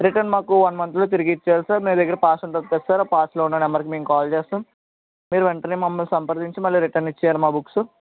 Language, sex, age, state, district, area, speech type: Telugu, male, 18-30, Andhra Pradesh, Eluru, urban, conversation